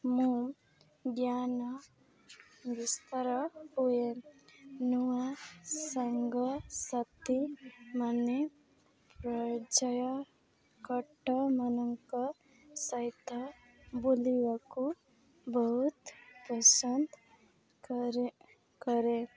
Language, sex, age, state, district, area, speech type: Odia, female, 18-30, Odisha, Nabarangpur, urban, spontaneous